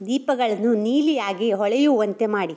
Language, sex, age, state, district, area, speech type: Kannada, male, 18-30, Karnataka, Shimoga, rural, read